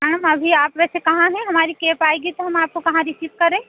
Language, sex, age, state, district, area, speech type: Hindi, female, 30-45, Madhya Pradesh, Seoni, urban, conversation